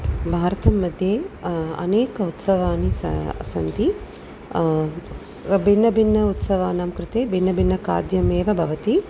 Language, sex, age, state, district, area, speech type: Sanskrit, female, 45-60, Tamil Nadu, Tiruchirappalli, urban, spontaneous